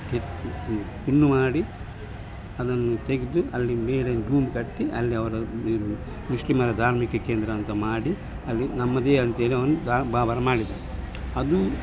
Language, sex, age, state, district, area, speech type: Kannada, male, 60+, Karnataka, Dakshina Kannada, rural, spontaneous